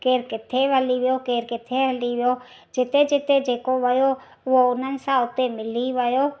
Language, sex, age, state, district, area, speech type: Sindhi, female, 45-60, Gujarat, Ahmedabad, rural, spontaneous